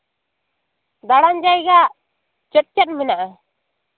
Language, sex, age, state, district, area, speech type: Santali, female, 30-45, West Bengal, Purulia, rural, conversation